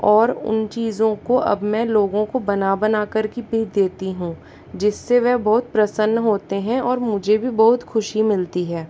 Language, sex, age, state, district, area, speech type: Hindi, female, 60+, Rajasthan, Jaipur, urban, spontaneous